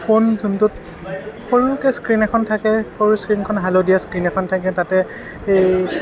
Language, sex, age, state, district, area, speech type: Assamese, male, 30-45, Assam, Sonitpur, urban, spontaneous